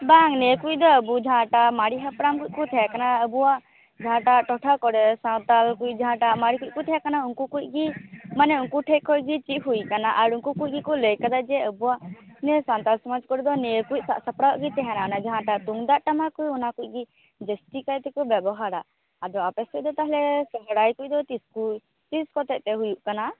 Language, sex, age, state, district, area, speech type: Santali, female, 18-30, West Bengal, Purba Bardhaman, rural, conversation